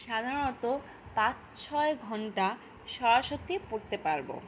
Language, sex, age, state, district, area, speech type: Bengali, female, 18-30, West Bengal, Alipurduar, rural, spontaneous